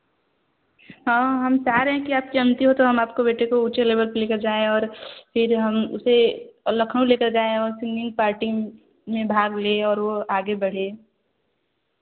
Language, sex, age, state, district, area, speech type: Hindi, female, 18-30, Uttar Pradesh, Varanasi, urban, conversation